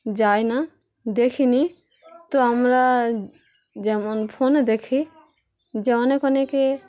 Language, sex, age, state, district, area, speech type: Bengali, female, 18-30, West Bengal, Dakshin Dinajpur, urban, spontaneous